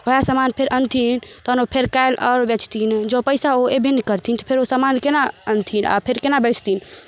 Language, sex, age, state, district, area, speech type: Maithili, female, 18-30, Bihar, Darbhanga, rural, spontaneous